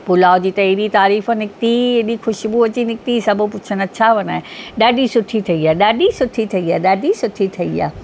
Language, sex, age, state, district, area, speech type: Sindhi, female, 45-60, Maharashtra, Mumbai Suburban, urban, spontaneous